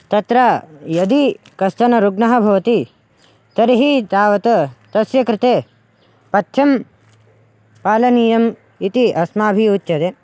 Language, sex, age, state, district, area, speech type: Sanskrit, male, 18-30, Karnataka, Raichur, urban, spontaneous